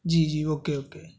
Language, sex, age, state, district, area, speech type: Urdu, male, 18-30, Uttar Pradesh, Saharanpur, urban, spontaneous